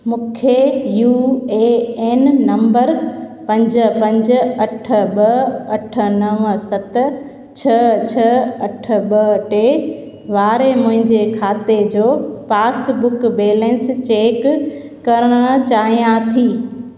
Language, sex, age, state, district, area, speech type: Sindhi, female, 30-45, Gujarat, Junagadh, urban, read